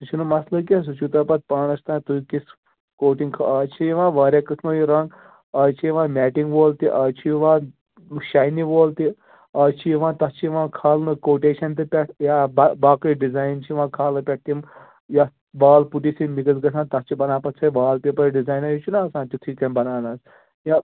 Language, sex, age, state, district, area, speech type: Kashmiri, male, 60+, Jammu and Kashmir, Srinagar, urban, conversation